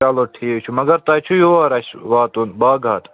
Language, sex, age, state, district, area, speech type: Kashmiri, male, 30-45, Jammu and Kashmir, Srinagar, urban, conversation